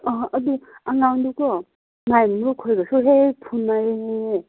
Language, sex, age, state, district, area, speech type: Manipuri, female, 18-30, Manipur, Kangpokpi, urban, conversation